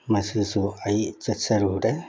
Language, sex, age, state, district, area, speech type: Manipuri, male, 60+, Manipur, Bishnupur, rural, spontaneous